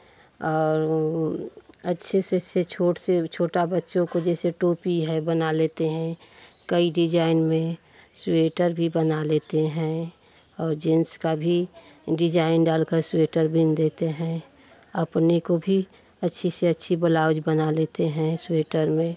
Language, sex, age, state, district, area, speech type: Hindi, female, 45-60, Uttar Pradesh, Chandauli, rural, spontaneous